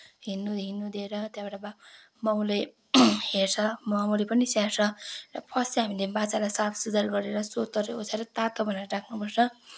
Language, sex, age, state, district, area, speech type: Nepali, female, 18-30, West Bengal, Kalimpong, rural, spontaneous